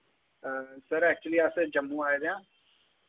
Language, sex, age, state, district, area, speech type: Dogri, male, 18-30, Jammu and Kashmir, Jammu, urban, conversation